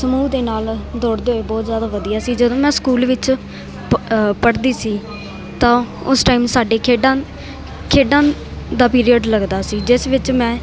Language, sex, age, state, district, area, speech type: Punjabi, female, 18-30, Punjab, Mansa, urban, spontaneous